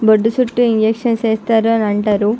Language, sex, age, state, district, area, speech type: Telugu, female, 45-60, Andhra Pradesh, Visakhapatnam, rural, spontaneous